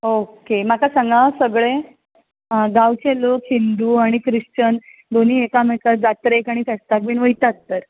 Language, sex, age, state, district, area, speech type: Goan Konkani, female, 30-45, Goa, Ponda, rural, conversation